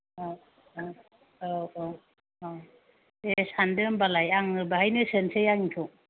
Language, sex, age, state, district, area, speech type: Bodo, female, 30-45, Assam, Kokrajhar, rural, conversation